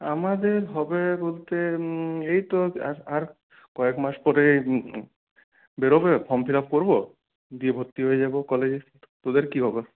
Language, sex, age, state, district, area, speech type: Bengali, male, 18-30, West Bengal, Purulia, urban, conversation